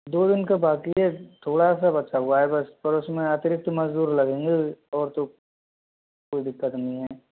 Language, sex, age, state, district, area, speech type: Hindi, male, 45-60, Rajasthan, Karauli, rural, conversation